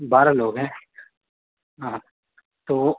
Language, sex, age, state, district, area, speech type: Hindi, male, 18-30, Madhya Pradesh, Harda, urban, conversation